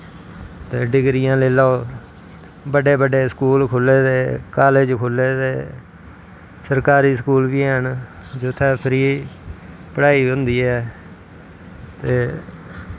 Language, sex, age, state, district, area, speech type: Dogri, male, 45-60, Jammu and Kashmir, Jammu, rural, spontaneous